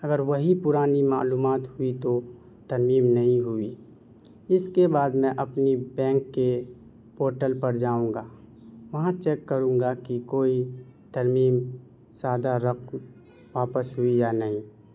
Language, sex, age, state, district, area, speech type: Urdu, male, 18-30, Bihar, Madhubani, rural, spontaneous